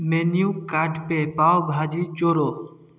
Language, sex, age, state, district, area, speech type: Hindi, male, 18-30, Bihar, Samastipur, urban, read